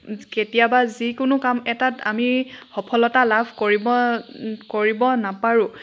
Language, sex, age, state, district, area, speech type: Assamese, female, 18-30, Assam, Charaideo, rural, spontaneous